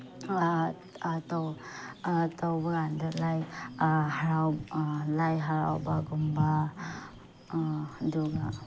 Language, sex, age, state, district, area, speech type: Manipuri, female, 18-30, Manipur, Chandel, rural, spontaneous